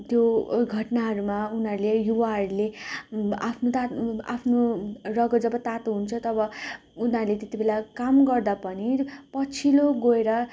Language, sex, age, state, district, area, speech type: Nepali, female, 18-30, West Bengal, Darjeeling, rural, spontaneous